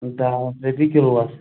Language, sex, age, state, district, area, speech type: Kashmiri, male, 30-45, Jammu and Kashmir, Pulwama, urban, conversation